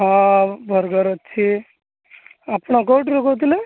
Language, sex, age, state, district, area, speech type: Odia, male, 30-45, Odisha, Malkangiri, urban, conversation